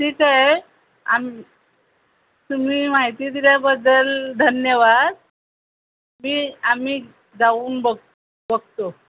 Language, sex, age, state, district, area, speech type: Marathi, female, 45-60, Maharashtra, Thane, urban, conversation